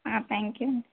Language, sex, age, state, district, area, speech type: Telugu, female, 18-30, Telangana, Adilabad, rural, conversation